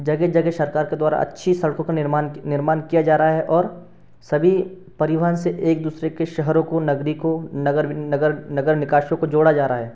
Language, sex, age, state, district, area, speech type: Hindi, male, 18-30, Madhya Pradesh, Betul, urban, spontaneous